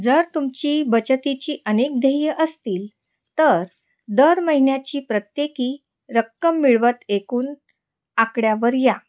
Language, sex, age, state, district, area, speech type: Marathi, female, 30-45, Maharashtra, Nashik, urban, read